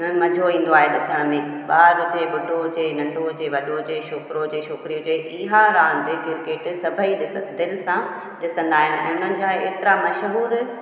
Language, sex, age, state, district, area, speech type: Sindhi, female, 45-60, Gujarat, Junagadh, rural, spontaneous